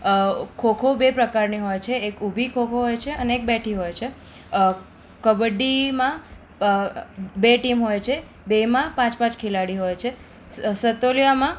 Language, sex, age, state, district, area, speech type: Gujarati, female, 18-30, Gujarat, Ahmedabad, urban, spontaneous